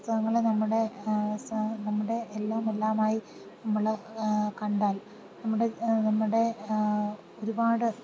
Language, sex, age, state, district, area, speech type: Malayalam, female, 30-45, Kerala, Thiruvananthapuram, rural, spontaneous